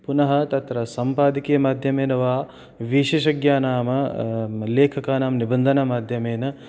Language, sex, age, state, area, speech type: Sanskrit, male, 30-45, Rajasthan, rural, spontaneous